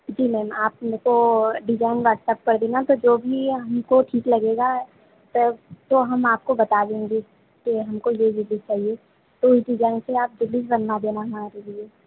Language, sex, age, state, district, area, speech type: Hindi, female, 30-45, Madhya Pradesh, Harda, urban, conversation